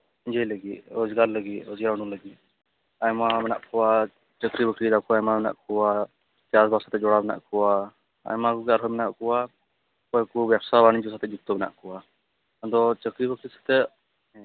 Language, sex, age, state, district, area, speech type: Santali, male, 18-30, West Bengal, Malda, rural, conversation